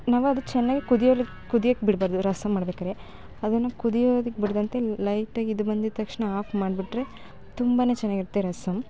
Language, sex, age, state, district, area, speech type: Kannada, female, 18-30, Karnataka, Mandya, rural, spontaneous